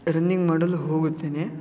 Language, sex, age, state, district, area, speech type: Kannada, male, 18-30, Karnataka, Shimoga, rural, spontaneous